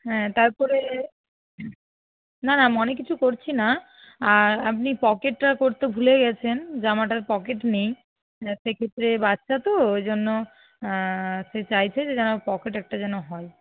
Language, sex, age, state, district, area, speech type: Bengali, female, 60+, West Bengal, Nadia, rural, conversation